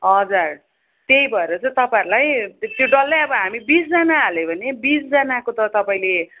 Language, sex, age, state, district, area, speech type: Nepali, female, 45-60, West Bengal, Kalimpong, rural, conversation